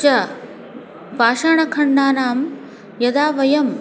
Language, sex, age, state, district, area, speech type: Sanskrit, female, 30-45, Telangana, Hyderabad, urban, spontaneous